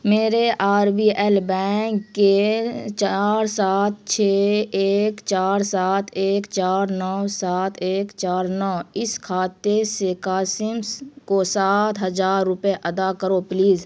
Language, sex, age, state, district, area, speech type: Urdu, female, 18-30, Bihar, Khagaria, rural, read